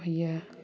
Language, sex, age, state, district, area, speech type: Maithili, female, 30-45, Bihar, Samastipur, urban, spontaneous